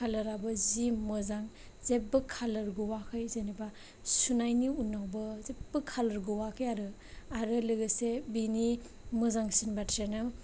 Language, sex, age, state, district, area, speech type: Bodo, male, 30-45, Assam, Chirang, rural, spontaneous